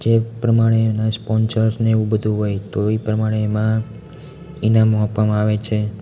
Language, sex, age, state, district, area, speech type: Gujarati, male, 18-30, Gujarat, Amreli, rural, spontaneous